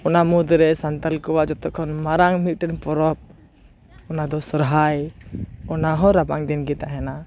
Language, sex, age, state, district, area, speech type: Santali, male, 18-30, West Bengal, Purba Bardhaman, rural, spontaneous